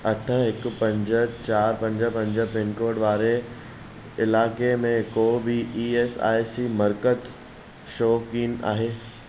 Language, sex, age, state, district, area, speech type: Sindhi, male, 18-30, Maharashtra, Thane, urban, read